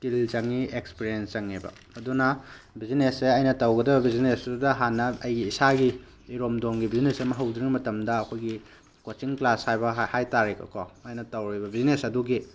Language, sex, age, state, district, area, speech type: Manipuri, male, 30-45, Manipur, Tengnoupal, rural, spontaneous